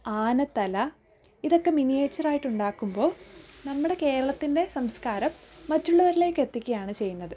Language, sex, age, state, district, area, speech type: Malayalam, female, 18-30, Kerala, Pathanamthitta, rural, spontaneous